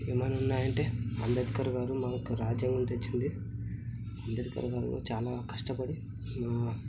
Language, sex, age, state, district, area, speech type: Telugu, male, 30-45, Andhra Pradesh, Kadapa, rural, spontaneous